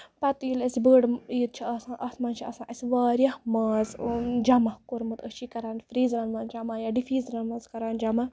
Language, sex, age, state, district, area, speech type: Kashmiri, female, 18-30, Jammu and Kashmir, Ganderbal, rural, spontaneous